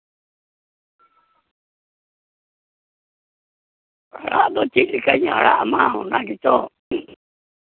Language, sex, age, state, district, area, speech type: Santali, male, 60+, West Bengal, Purulia, rural, conversation